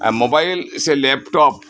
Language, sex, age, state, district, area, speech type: Santali, male, 60+, West Bengal, Birbhum, rural, spontaneous